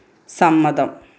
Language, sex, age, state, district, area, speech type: Malayalam, female, 30-45, Kerala, Malappuram, rural, read